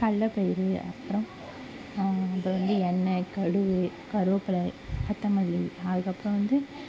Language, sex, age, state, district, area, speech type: Tamil, female, 60+, Tamil Nadu, Cuddalore, rural, spontaneous